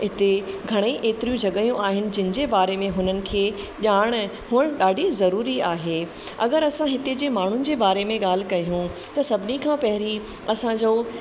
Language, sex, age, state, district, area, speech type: Sindhi, female, 30-45, Rajasthan, Ajmer, urban, spontaneous